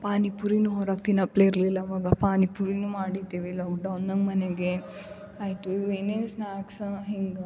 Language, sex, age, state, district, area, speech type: Kannada, female, 18-30, Karnataka, Gulbarga, urban, spontaneous